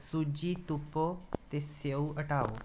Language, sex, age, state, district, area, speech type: Dogri, male, 18-30, Jammu and Kashmir, Reasi, rural, read